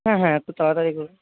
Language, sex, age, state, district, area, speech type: Bengali, male, 30-45, West Bengal, Jhargram, rural, conversation